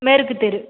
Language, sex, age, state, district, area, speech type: Tamil, female, 18-30, Tamil Nadu, Cuddalore, rural, conversation